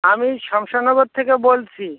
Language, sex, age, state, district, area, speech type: Bengali, male, 60+, West Bengal, North 24 Parganas, rural, conversation